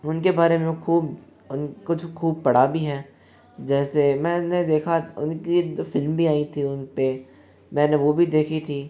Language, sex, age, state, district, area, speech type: Hindi, male, 18-30, Rajasthan, Jaipur, urban, spontaneous